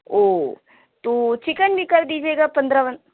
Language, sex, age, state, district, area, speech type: Urdu, female, 30-45, Uttar Pradesh, Lucknow, rural, conversation